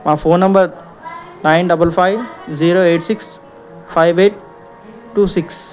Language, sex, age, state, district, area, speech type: Telugu, male, 45-60, Telangana, Ranga Reddy, urban, spontaneous